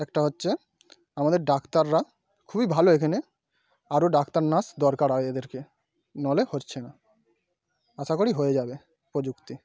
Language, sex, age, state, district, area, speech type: Bengali, male, 18-30, West Bengal, Howrah, urban, spontaneous